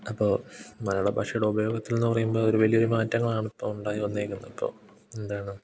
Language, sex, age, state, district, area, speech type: Malayalam, male, 18-30, Kerala, Idukki, rural, spontaneous